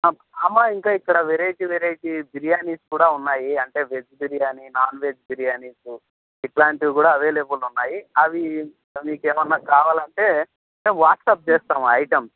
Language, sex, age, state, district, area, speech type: Telugu, male, 30-45, Andhra Pradesh, Anantapur, rural, conversation